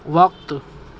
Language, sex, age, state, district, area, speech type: Urdu, male, 18-30, Maharashtra, Nashik, urban, read